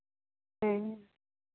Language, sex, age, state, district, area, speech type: Santali, female, 18-30, Jharkhand, Pakur, rural, conversation